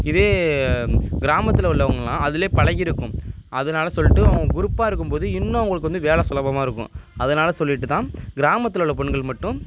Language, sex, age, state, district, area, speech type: Tamil, male, 18-30, Tamil Nadu, Nagapattinam, rural, spontaneous